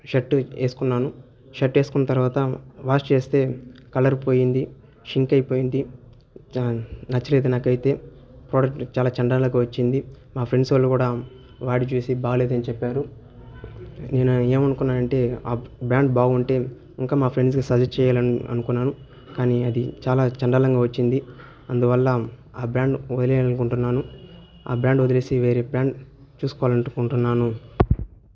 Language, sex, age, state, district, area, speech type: Telugu, male, 18-30, Andhra Pradesh, Sri Balaji, rural, spontaneous